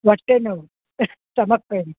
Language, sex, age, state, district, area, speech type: Kannada, female, 45-60, Karnataka, Bellary, urban, conversation